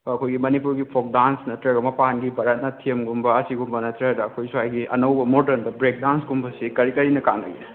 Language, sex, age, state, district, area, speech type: Manipuri, male, 18-30, Manipur, Kakching, rural, conversation